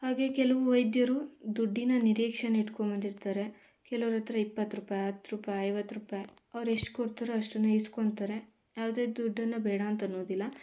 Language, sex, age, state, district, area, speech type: Kannada, female, 18-30, Karnataka, Mandya, rural, spontaneous